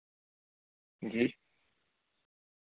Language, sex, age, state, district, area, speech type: Urdu, male, 18-30, Uttar Pradesh, Azamgarh, rural, conversation